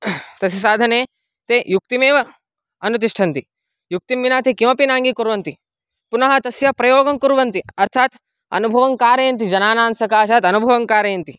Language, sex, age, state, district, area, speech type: Sanskrit, male, 18-30, Karnataka, Mysore, urban, spontaneous